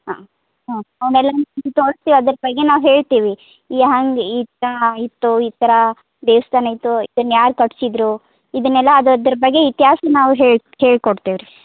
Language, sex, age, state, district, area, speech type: Kannada, female, 30-45, Karnataka, Gadag, rural, conversation